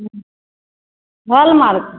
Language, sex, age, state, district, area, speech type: Maithili, female, 18-30, Bihar, Begusarai, rural, conversation